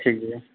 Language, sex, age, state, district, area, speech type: Hindi, male, 30-45, Uttar Pradesh, Lucknow, rural, conversation